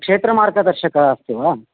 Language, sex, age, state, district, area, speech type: Sanskrit, male, 45-60, Karnataka, Uttara Kannada, rural, conversation